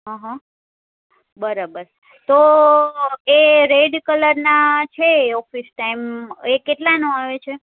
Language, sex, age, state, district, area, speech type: Gujarati, female, 30-45, Gujarat, Kheda, rural, conversation